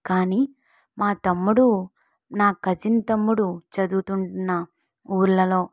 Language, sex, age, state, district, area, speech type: Telugu, female, 45-60, Andhra Pradesh, Kakinada, rural, spontaneous